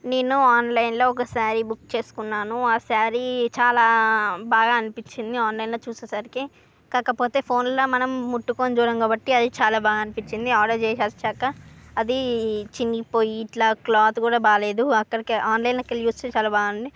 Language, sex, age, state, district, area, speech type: Telugu, female, 45-60, Andhra Pradesh, Srikakulam, urban, spontaneous